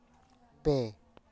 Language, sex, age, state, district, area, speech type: Santali, male, 30-45, West Bengal, Paschim Bardhaman, urban, read